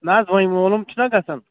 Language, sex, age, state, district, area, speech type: Kashmiri, male, 18-30, Jammu and Kashmir, Kulgam, rural, conversation